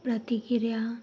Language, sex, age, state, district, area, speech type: Punjabi, female, 18-30, Punjab, Fazilka, rural, read